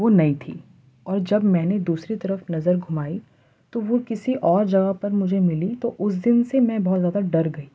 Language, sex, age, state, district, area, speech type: Urdu, female, 18-30, Uttar Pradesh, Ghaziabad, urban, spontaneous